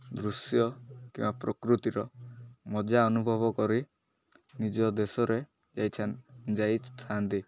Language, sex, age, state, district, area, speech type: Odia, male, 18-30, Odisha, Malkangiri, urban, spontaneous